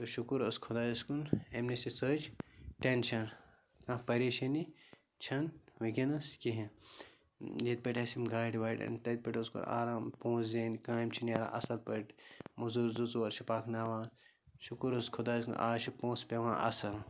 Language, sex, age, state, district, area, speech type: Kashmiri, male, 45-60, Jammu and Kashmir, Bandipora, rural, spontaneous